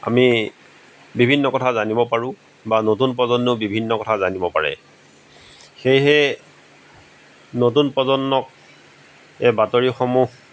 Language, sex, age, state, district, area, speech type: Assamese, male, 45-60, Assam, Golaghat, rural, spontaneous